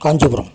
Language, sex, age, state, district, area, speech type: Tamil, male, 60+, Tamil Nadu, Dharmapuri, urban, spontaneous